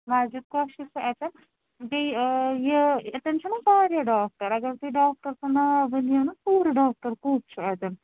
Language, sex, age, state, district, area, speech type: Kashmiri, female, 45-60, Jammu and Kashmir, Srinagar, urban, conversation